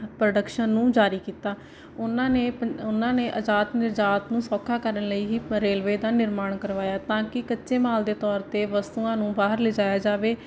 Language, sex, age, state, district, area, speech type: Punjabi, female, 18-30, Punjab, Barnala, rural, spontaneous